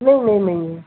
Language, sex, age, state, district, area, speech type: Hindi, female, 18-30, Madhya Pradesh, Harda, rural, conversation